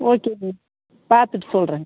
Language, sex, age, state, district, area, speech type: Tamil, female, 45-60, Tamil Nadu, Ariyalur, rural, conversation